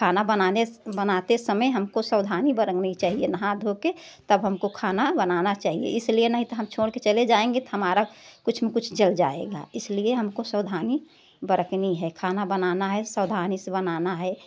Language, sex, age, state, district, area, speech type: Hindi, female, 60+, Uttar Pradesh, Prayagraj, urban, spontaneous